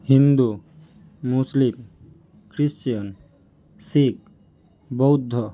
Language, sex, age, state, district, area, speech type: Bengali, male, 18-30, West Bengal, North 24 Parganas, urban, spontaneous